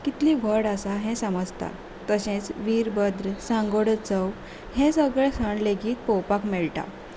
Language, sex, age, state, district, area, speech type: Goan Konkani, female, 18-30, Goa, Salcete, urban, spontaneous